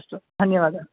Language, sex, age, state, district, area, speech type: Sanskrit, male, 18-30, Tamil Nadu, Chennai, urban, conversation